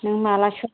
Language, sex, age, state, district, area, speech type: Bodo, female, 45-60, Assam, Kokrajhar, urban, conversation